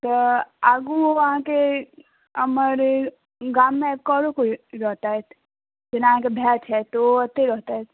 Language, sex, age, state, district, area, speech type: Maithili, female, 18-30, Bihar, Madhubani, urban, conversation